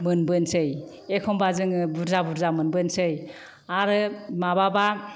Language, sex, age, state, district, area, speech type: Bodo, female, 45-60, Assam, Kokrajhar, rural, spontaneous